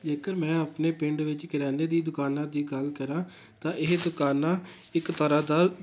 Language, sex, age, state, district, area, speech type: Punjabi, male, 18-30, Punjab, Tarn Taran, rural, spontaneous